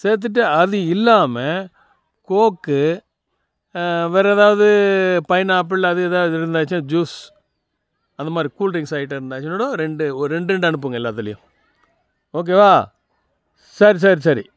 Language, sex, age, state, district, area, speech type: Tamil, male, 60+, Tamil Nadu, Tiruvannamalai, rural, spontaneous